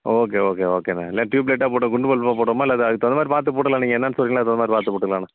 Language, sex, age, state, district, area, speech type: Tamil, male, 30-45, Tamil Nadu, Thanjavur, rural, conversation